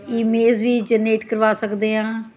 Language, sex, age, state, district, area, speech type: Punjabi, female, 60+, Punjab, Ludhiana, rural, spontaneous